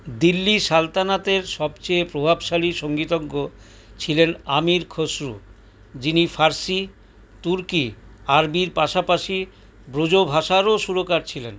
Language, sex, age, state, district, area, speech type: Bengali, male, 60+, West Bengal, Paschim Bardhaman, urban, read